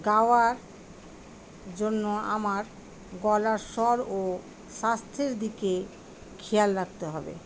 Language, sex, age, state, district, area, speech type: Bengali, female, 45-60, West Bengal, Murshidabad, rural, spontaneous